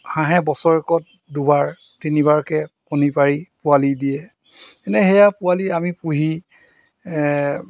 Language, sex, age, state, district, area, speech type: Assamese, male, 45-60, Assam, Golaghat, rural, spontaneous